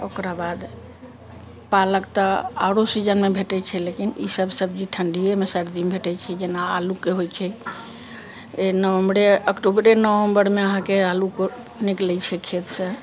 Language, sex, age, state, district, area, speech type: Maithili, female, 60+, Bihar, Sitamarhi, rural, spontaneous